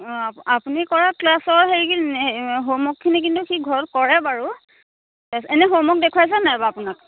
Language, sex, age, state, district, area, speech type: Assamese, female, 30-45, Assam, Majuli, urban, conversation